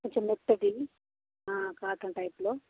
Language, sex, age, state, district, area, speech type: Telugu, female, 45-60, Telangana, Jagtial, rural, conversation